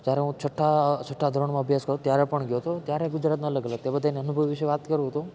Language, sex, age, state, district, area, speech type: Gujarati, male, 30-45, Gujarat, Rajkot, rural, spontaneous